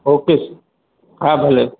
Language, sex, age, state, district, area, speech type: Gujarati, male, 30-45, Gujarat, Morbi, rural, conversation